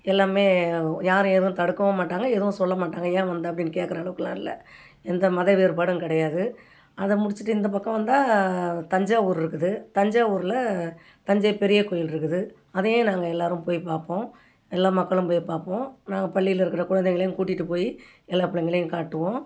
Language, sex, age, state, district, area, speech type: Tamil, female, 60+, Tamil Nadu, Ariyalur, rural, spontaneous